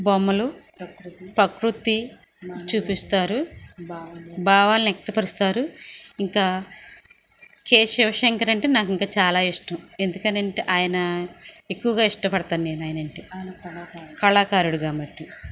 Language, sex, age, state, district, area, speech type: Telugu, female, 45-60, Andhra Pradesh, Krishna, rural, spontaneous